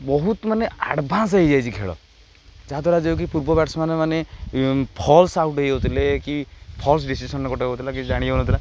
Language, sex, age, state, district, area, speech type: Odia, male, 18-30, Odisha, Jagatsinghpur, urban, spontaneous